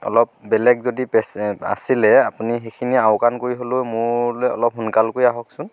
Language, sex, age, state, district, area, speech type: Assamese, male, 30-45, Assam, Dhemaji, rural, spontaneous